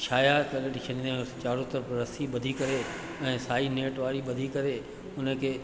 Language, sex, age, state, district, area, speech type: Sindhi, male, 60+, Madhya Pradesh, Katni, urban, spontaneous